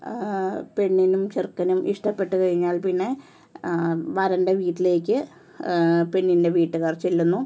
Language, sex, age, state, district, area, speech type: Malayalam, female, 45-60, Kerala, Ernakulam, rural, spontaneous